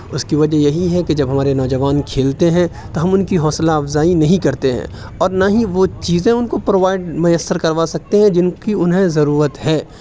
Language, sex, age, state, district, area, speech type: Urdu, male, 45-60, Uttar Pradesh, Aligarh, urban, spontaneous